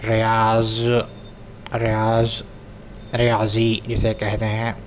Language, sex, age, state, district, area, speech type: Urdu, male, 18-30, Delhi, Central Delhi, urban, spontaneous